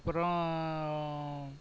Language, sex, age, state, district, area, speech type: Tamil, male, 60+, Tamil Nadu, Cuddalore, rural, spontaneous